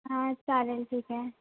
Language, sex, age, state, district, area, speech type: Marathi, female, 18-30, Maharashtra, Ratnagiri, rural, conversation